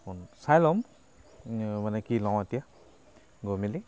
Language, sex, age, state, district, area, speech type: Assamese, male, 30-45, Assam, Charaideo, urban, spontaneous